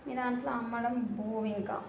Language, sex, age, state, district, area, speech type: Telugu, female, 18-30, Telangana, Hyderabad, urban, spontaneous